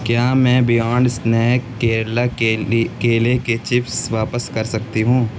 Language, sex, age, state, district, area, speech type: Urdu, male, 18-30, Uttar Pradesh, Siddharthnagar, rural, read